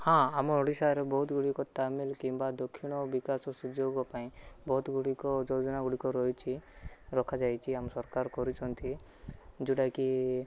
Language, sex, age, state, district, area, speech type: Odia, male, 18-30, Odisha, Rayagada, urban, spontaneous